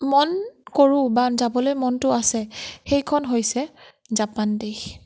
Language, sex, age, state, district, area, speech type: Assamese, female, 18-30, Assam, Nagaon, rural, spontaneous